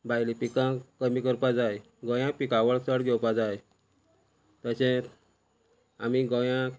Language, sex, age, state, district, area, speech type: Goan Konkani, male, 45-60, Goa, Quepem, rural, spontaneous